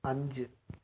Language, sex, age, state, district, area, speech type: Malayalam, male, 18-30, Kerala, Wayanad, rural, read